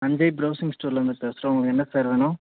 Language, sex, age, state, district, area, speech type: Tamil, male, 18-30, Tamil Nadu, Viluppuram, rural, conversation